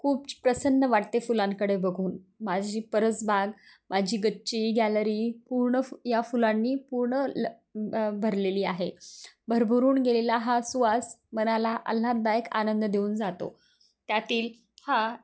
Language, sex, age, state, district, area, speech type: Marathi, female, 30-45, Maharashtra, Osmanabad, rural, spontaneous